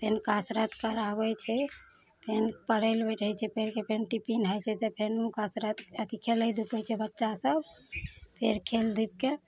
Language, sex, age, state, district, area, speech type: Maithili, female, 45-60, Bihar, Araria, rural, spontaneous